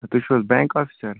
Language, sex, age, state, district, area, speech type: Kashmiri, male, 45-60, Jammu and Kashmir, Baramulla, rural, conversation